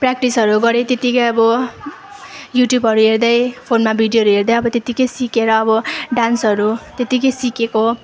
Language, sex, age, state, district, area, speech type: Nepali, female, 18-30, West Bengal, Darjeeling, rural, spontaneous